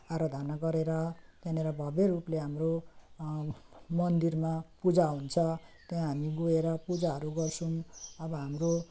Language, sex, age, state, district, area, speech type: Nepali, female, 60+, West Bengal, Jalpaiguri, rural, spontaneous